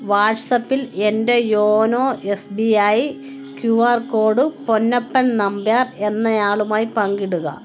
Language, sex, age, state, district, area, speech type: Malayalam, female, 45-60, Kerala, Kottayam, rural, read